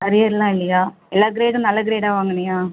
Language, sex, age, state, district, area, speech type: Tamil, female, 45-60, Tamil Nadu, Ariyalur, rural, conversation